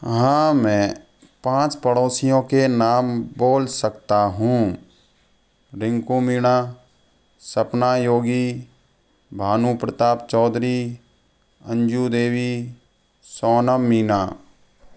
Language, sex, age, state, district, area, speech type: Hindi, male, 18-30, Rajasthan, Karauli, rural, spontaneous